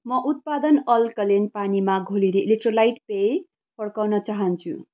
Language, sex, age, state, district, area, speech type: Nepali, female, 30-45, West Bengal, Kalimpong, rural, read